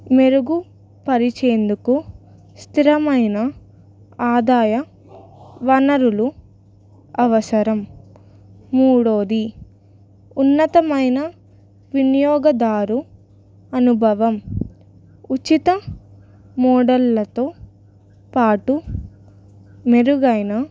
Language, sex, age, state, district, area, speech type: Telugu, female, 18-30, Telangana, Ranga Reddy, rural, spontaneous